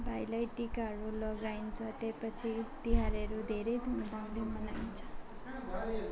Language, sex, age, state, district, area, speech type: Nepali, female, 18-30, West Bengal, Darjeeling, rural, spontaneous